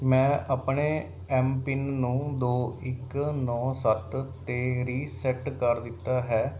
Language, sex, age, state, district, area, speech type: Punjabi, male, 30-45, Punjab, Mohali, urban, read